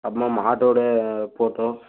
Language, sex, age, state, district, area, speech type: Tamil, male, 18-30, Tamil Nadu, Dharmapuri, rural, conversation